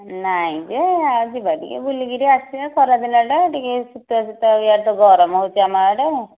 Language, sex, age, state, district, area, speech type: Odia, female, 30-45, Odisha, Nayagarh, rural, conversation